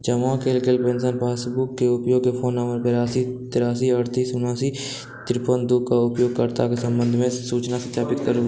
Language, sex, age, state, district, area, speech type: Maithili, male, 60+, Bihar, Saharsa, urban, read